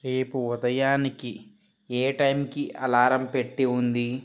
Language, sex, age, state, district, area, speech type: Telugu, male, 18-30, Andhra Pradesh, Srikakulam, urban, read